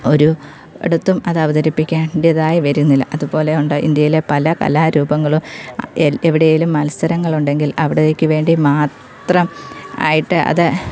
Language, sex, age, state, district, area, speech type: Malayalam, female, 30-45, Kerala, Pathanamthitta, rural, spontaneous